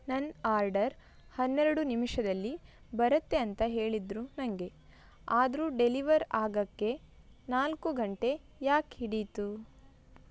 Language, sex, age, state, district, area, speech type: Kannada, female, 18-30, Karnataka, Tumkur, rural, read